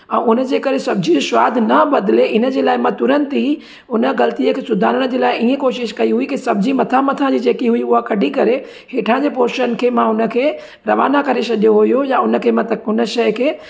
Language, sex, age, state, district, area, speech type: Sindhi, female, 30-45, Gujarat, Surat, urban, spontaneous